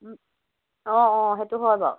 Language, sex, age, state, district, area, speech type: Assamese, female, 30-45, Assam, Jorhat, urban, conversation